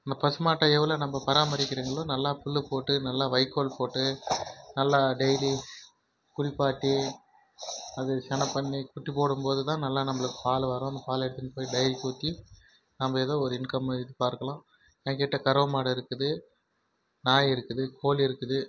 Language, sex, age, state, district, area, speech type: Tamil, male, 30-45, Tamil Nadu, Krishnagiri, rural, spontaneous